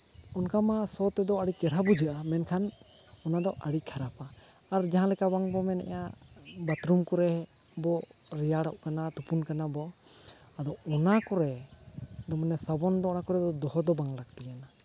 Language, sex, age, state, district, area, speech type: Santali, male, 30-45, Jharkhand, Seraikela Kharsawan, rural, spontaneous